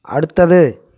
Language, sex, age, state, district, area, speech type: Tamil, male, 60+, Tamil Nadu, Coimbatore, rural, read